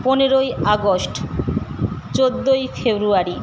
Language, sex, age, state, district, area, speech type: Bengali, female, 45-60, West Bengal, Paschim Medinipur, rural, spontaneous